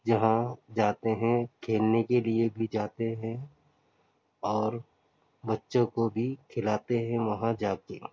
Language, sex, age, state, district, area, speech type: Urdu, male, 60+, Uttar Pradesh, Gautam Buddha Nagar, urban, spontaneous